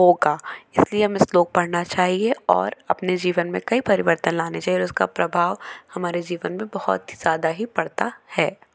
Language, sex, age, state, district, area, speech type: Hindi, female, 18-30, Madhya Pradesh, Jabalpur, urban, spontaneous